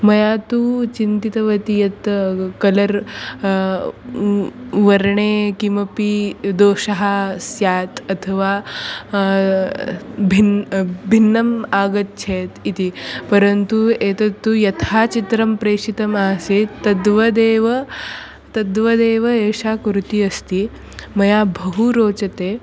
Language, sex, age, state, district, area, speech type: Sanskrit, female, 18-30, Maharashtra, Nagpur, urban, spontaneous